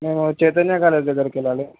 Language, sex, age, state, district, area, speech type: Telugu, male, 18-30, Andhra Pradesh, Kurnool, rural, conversation